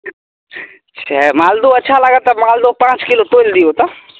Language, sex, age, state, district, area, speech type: Maithili, male, 18-30, Bihar, Samastipur, rural, conversation